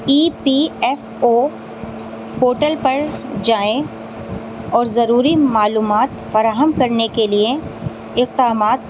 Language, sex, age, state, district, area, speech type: Urdu, female, 30-45, Delhi, Central Delhi, urban, spontaneous